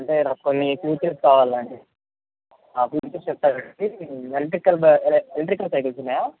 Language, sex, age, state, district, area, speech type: Telugu, male, 18-30, Andhra Pradesh, Anantapur, urban, conversation